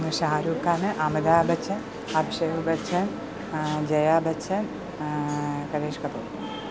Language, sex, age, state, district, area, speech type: Malayalam, female, 30-45, Kerala, Pathanamthitta, rural, spontaneous